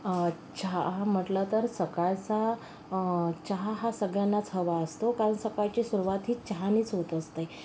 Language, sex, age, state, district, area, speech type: Marathi, female, 30-45, Maharashtra, Yavatmal, rural, spontaneous